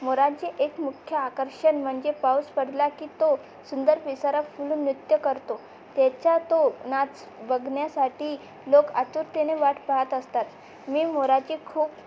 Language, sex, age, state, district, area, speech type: Marathi, female, 18-30, Maharashtra, Amravati, urban, spontaneous